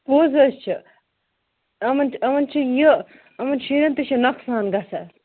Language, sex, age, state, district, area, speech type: Kashmiri, female, 18-30, Jammu and Kashmir, Kupwara, rural, conversation